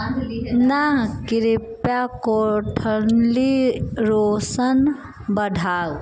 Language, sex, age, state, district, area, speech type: Maithili, female, 18-30, Bihar, Sitamarhi, rural, read